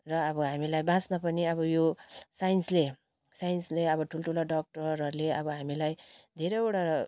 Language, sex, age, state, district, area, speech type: Nepali, female, 45-60, West Bengal, Darjeeling, rural, spontaneous